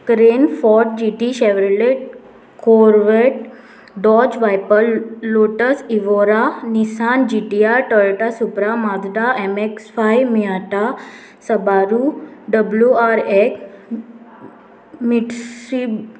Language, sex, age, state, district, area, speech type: Goan Konkani, female, 18-30, Goa, Murmgao, urban, spontaneous